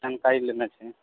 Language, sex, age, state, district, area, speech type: Maithili, male, 18-30, Bihar, Supaul, rural, conversation